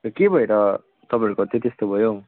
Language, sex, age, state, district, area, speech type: Nepali, male, 45-60, West Bengal, Darjeeling, rural, conversation